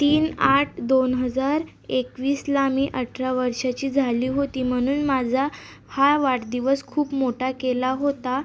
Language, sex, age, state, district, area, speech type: Marathi, female, 18-30, Maharashtra, Amravati, rural, spontaneous